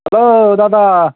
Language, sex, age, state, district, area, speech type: Bengali, male, 18-30, West Bengal, Uttar Dinajpur, urban, conversation